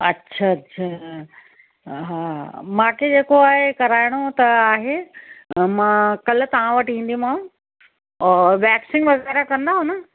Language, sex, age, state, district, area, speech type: Sindhi, female, 45-60, Uttar Pradesh, Lucknow, urban, conversation